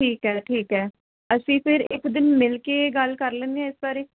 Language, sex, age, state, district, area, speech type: Punjabi, female, 18-30, Punjab, Jalandhar, urban, conversation